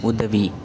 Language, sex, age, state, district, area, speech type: Tamil, male, 18-30, Tamil Nadu, Ariyalur, rural, read